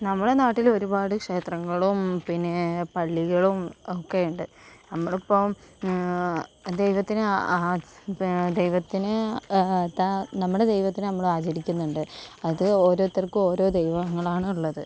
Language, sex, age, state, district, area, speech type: Malayalam, female, 30-45, Kerala, Kozhikode, urban, spontaneous